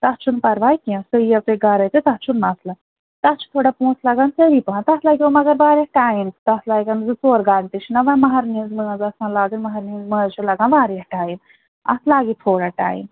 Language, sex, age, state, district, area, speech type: Kashmiri, female, 30-45, Jammu and Kashmir, Srinagar, urban, conversation